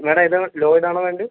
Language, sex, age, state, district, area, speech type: Malayalam, male, 18-30, Kerala, Palakkad, rural, conversation